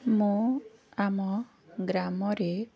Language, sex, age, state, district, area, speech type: Odia, female, 30-45, Odisha, Puri, urban, spontaneous